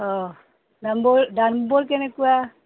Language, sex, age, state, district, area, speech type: Assamese, female, 30-45, Assam, Nalbari, rural, conversation